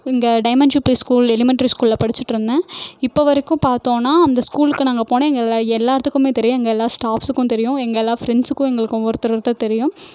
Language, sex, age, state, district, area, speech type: Tamil, female, 18-30, Tamil Nadu, Erode, rural, spontaneous